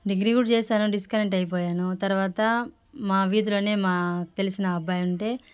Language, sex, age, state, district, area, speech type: Telugu, female, 30-45, Andhra Pradesh, Sri Balaji, rural, spontaneous